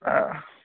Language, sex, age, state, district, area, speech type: Manipuri, male, 18-30, Manipur, Kakching, rural, conversation